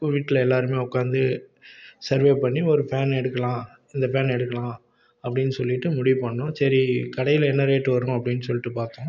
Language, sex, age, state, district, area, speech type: Tamil, male, 45-60, Tamil Nadu, Salem, rural, spontaneous